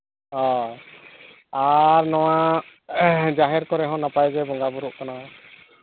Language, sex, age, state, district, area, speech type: Santali, male, 60+, Jharkhand, East Singhbhum, rural, conversation